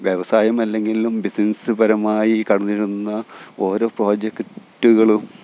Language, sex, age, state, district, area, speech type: Malayalam, male, 45-60, Kerala, Thiruvananthapuram, rural, spontaneous